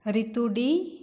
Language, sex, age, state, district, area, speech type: Santali, female, 45-60, Jharkhand, Bokaro, rural, spontaneous